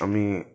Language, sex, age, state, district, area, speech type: Assamese, male, 45-60, Assam, Udalguri, rural, spontaneous